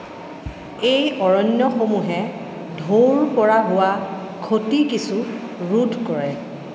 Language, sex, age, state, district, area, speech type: Assamese, female, 45-60, Assam, Tinsukia, rural, read